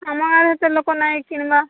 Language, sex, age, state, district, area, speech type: Odia, female, 60+, Odisha, Boudh, rural, conversation